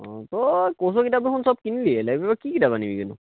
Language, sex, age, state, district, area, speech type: Assamese, male, 18-30, Assam, Lakhimpur, rural, conversation